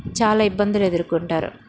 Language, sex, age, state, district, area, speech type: Telugu, female, 30-45, Telangana, Karimnagar, rural, spontaneous